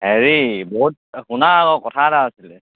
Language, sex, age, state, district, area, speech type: Assamese, male, 18-30, Assam, Majuli, rural, conversation